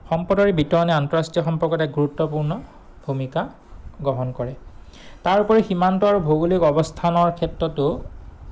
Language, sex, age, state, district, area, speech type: Assamese, male, 30-45, Assam, Goalpara, urban, spontaneous